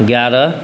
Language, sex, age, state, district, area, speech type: Maithili, male, 45-60, Bihar, Saharsa, urban, spontaneous